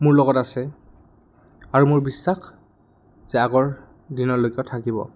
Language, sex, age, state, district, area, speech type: Assamese, male, 18-30, Assam, Goalpara, urban, spontaneous